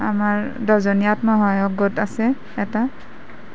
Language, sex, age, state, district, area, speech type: Assamese, female, 30-45, Assam, Nalbari, rural, spontaneous